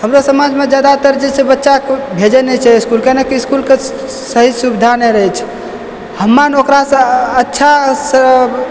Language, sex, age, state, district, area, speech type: Maithili, male, 18-30, Bihar, Purnia, rural, spontaneous